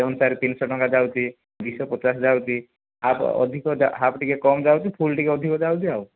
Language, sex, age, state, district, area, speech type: Odia, male, 18-30, Odisha, Kandhamal, rural, conversation